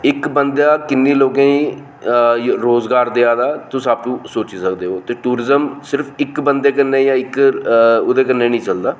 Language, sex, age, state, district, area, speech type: Dogri, male, 45-60, Jammu and Kashmir, Reasi, urban, spontaneous